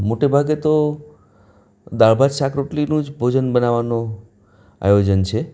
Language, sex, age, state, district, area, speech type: Gujarati, male, 45-60, Gujarat, Anand, urban, spontaneous